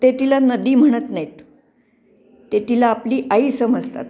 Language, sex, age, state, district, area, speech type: Marathi, female, 45-60, Maharashtra, Pune, urban, spontaneous